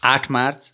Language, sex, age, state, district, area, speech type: Nepali, male, 45-60, West Bengal, Kalimpong, rural, spontaneous